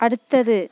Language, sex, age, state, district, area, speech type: Tamil, female, 30-45, Tamil Nadu, Coimbatore, rural, read